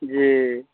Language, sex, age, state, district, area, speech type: Maithili, male, 30-45, Bihar, Madhubani, rural, conversation